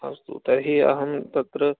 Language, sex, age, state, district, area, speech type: Sanskrit, male, 18-30, Rajasthan, Jaipur, urban, conversation